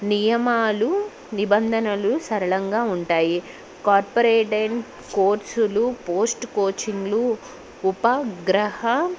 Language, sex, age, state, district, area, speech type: Telugu, female, 18-30, Telangana, Hyderabad, urban, spontaneous